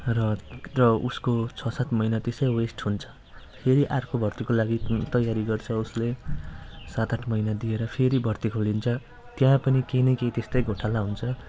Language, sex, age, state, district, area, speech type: Nepali, male, 30-45, West Bengal, Jalpaiguri, rural, spontaneous